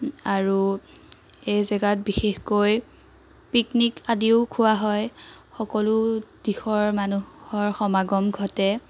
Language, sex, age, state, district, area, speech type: Assamese, female, 18-30, Assam, Biswanath, rural, spontaneous